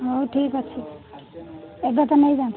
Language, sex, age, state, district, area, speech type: Odia, female, 45-60, Odisha, Sundergarh, rural, conversation